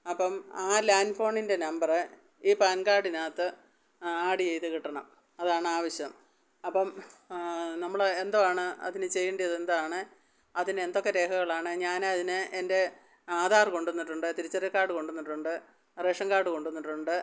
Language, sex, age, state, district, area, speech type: Malayalam, female, 60+, Kerala, Pathanamthitta, rural, spontaneous